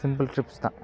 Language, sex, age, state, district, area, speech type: Tamil, male, 18-30, Tamil Nadu, Kallakurichi, rural, spontaneous